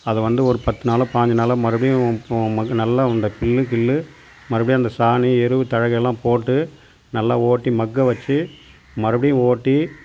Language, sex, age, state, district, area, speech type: Tamil, male, 45-60, Tamil Nadu, Tiruvannamalai, rural, spontaneous